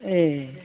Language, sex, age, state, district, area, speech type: Bodo, female, 60+, Assam, Chirang, rural, conversation